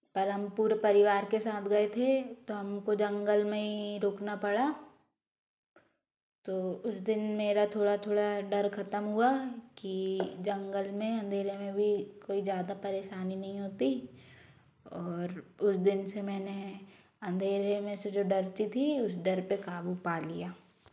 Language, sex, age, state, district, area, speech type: Hindi, female, 45-60, Madhya Pradesh, Bhopal, urban, spontaneous